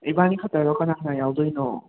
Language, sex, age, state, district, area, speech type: Manipuri, other, 30-45, Manipur, Imphal West, urban, conversation